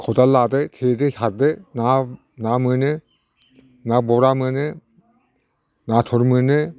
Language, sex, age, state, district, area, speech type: Bodo, male, 60+, Assam, Udalguri, rural, spontaneous